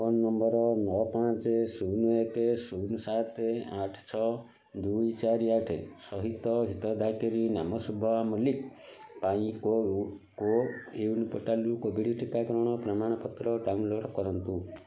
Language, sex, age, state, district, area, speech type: Odia, male, 45-60, Odisha, Kendujhar, urban, read